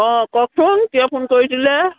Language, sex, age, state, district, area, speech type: Assamese, female, 60+, Assam, Biswanath, rural, conversation